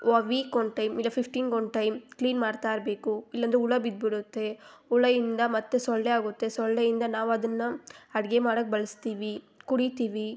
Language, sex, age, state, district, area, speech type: Kannada, female, 18-30, Karnataka, Kolar, rural, spontaneous